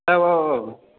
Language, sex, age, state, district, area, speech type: Bodo, male, 30-45, Assam, Chirang, rural, conversation